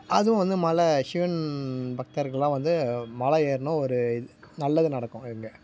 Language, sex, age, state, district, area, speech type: Tamil, male, 45-60, Tamil Nadu, Tiruvannamalai, rural, spontaneous